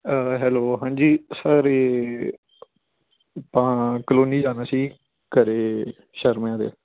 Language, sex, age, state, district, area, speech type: Punjabi, male, 18-30, Punjab, Fazilka, rural, conversation